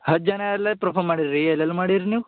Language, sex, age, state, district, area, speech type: Kannada, male, 18-30, Karnataka, Bidar, urban, conversation